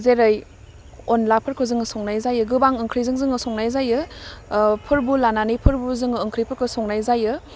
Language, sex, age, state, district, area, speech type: Bodo, female, 18-30, Assam, Udalguri, urban, spontaneous